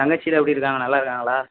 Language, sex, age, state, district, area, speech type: Tamil, male, 18-30, Tamil Nadu, Sivaganga, rural, conversation